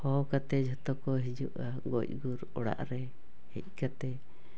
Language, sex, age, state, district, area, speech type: Santali, female, 60+, West Bengal, Paschim Bardhaman, urban, spontaneous